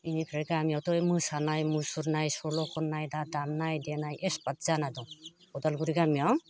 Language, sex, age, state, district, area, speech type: Bodo, female, 60+, Assam, Baksa, rural, spontaneous